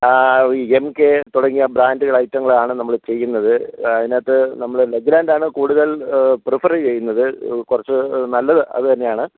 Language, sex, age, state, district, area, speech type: Malayalam, male, 45-60, Kerala, Kollam, rural, conversation